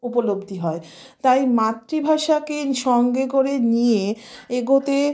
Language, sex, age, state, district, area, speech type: Bengali, female, 30-45, West Bengal, South 24 Parganas, rural, spontaneous